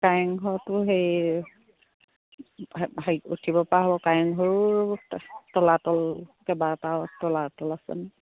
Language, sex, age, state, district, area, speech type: Assamese, female, 30-45, Assam, Sivasagar, rural, conversation